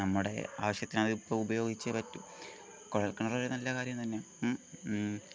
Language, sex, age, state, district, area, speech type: Malayalam, male, 18-30, Kerala, Thiruvananthapuram, rural, spontaneous